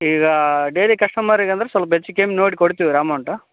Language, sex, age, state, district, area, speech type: Kannada, male, 30-45, Karnataka, Raichur, rural, conversation